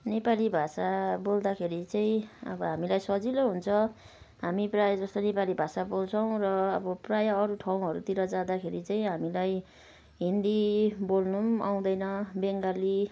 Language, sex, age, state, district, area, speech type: Nepali, female, 45-60, West Bengal, Kalimpong, rural, spontaneous